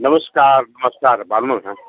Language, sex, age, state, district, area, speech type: Nepali, male, 60+, West Bengal, Jalpaiguri, urban, conversation